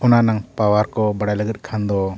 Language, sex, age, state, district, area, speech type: Santali, male, 45-60, Odisha, Mayurbhanj, rural, spontaneous